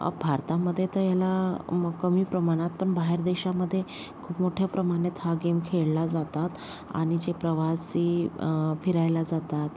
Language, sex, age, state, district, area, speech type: Marathi, female, 18-30, Maharashtra, Yavatmal, rural, spontaneous